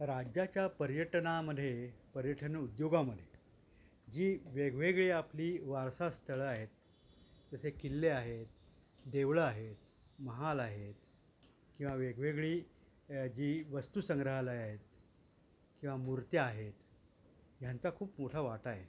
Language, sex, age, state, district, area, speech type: Marathi, male, 60+, Maharashtra, Thane, urban, spontaneous